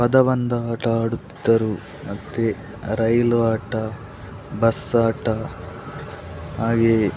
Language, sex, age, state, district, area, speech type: Kannada, male, 30-45, Karnataka, Dakshina Kannada, rural, spontaneous